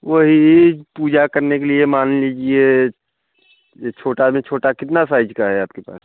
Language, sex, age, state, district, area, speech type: Hindi, male, 45-60, Uttar Pradesh, Bhadohi, urban, conversation